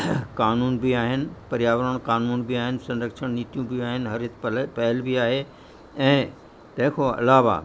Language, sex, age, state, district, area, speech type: Sindhi, male, 60+, Uttar Pradesh, Lucknow, urban, spontaneous